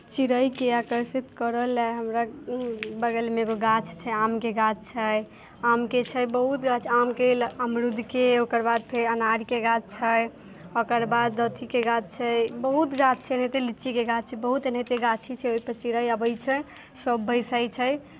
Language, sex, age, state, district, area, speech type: Maithili, female, 18-30, Bihar, Muzaffarpur, rural, spontaneous